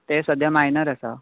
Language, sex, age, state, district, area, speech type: Goan Konkani, male, 18-30, Goa, Bardez, rural, conversation